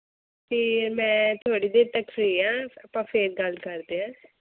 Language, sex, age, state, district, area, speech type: Punjabi, female, 30-45, Punjab, Mohali, rural, conversation